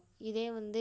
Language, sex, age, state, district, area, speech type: Tamil, female, 30-45, Tamil Nadu, Nagapattinam, rural, spontaneous